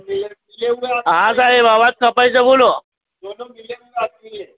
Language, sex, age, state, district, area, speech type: Gujarati, male, 45-60, Gujarat, Aravalli, urban, conversation